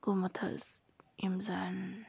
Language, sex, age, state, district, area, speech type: Kashmiri, female, 18-30, Jammu and Kashmir, Bandipora, rural, spontaneous